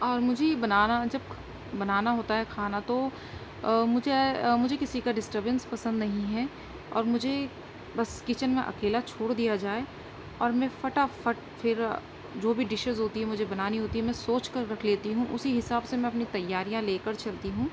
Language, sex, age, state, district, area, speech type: Urdu, female, 30-45, Uttar Pradesh, Gautam Buddha Nagar, rural, spontaneous